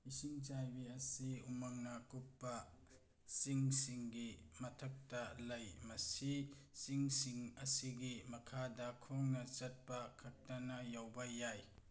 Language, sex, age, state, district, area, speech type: Manipuri, male, 18-30, Manipur, Tengnoupal, rural, read